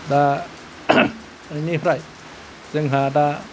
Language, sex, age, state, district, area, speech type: Bodo, male, 60+, Assam, Kokrajhar, urban, spontaneous